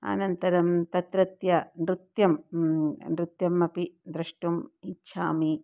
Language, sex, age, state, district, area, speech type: Sanskrit, female, 60+, Karnataka, Dharwad, urban, spontaneous